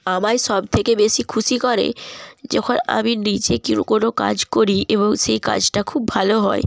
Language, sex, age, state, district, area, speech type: Bengali, female, 18-30, West Bengal, Jalpaiguri, rural, spontaneous